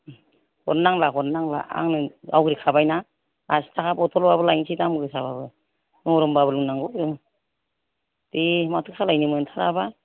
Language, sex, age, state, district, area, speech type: Bodo, female, 60+, Assam, Kokrajhar, rural, conversation